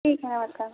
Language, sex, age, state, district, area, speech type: Hindi, female, 30-45, Uttar Pradesh, Jaunpur, rural, conversation